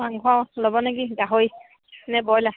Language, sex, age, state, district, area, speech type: Assamese, female, 30-45, Assam, Sivasagar, rural, conversation